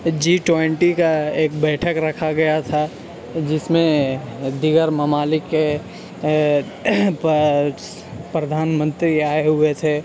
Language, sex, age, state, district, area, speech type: Urdu, male, 30-45, Uttar Pradesh, Gautam Buddha Nagar, urban, spontaneous